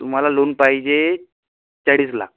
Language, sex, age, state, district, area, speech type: Marathi, male, 18-30, Maharashtra, Washim, rural, conversation